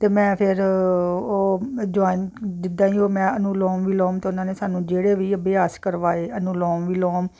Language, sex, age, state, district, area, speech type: Punjabi, female, 45-60, Punjab, Jalandhar, urban, spontaneous